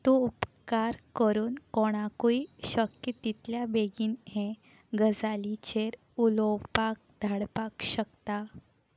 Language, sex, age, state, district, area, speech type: Goan Konkani, female, 18-30, Goa, Salcete, rural, read